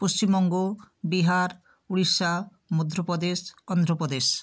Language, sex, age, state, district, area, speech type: Bengali, female, 60+, West Bengal, South 24 Parganas, rural, spontaneous